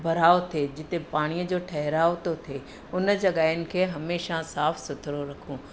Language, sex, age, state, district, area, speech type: Sindhi, female, 30-45, Gujarat, Surat, urban, spontaneous